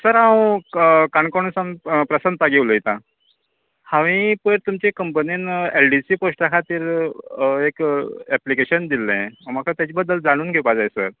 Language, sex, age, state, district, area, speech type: Goan Konkani, male, 45-60, Goa, Canacona, rural, conversation